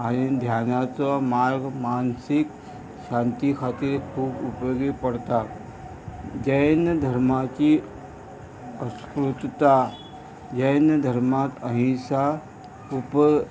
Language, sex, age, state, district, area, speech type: Goan Konkani, male, 45-60, Goa, Murmgao, rural, spontaneous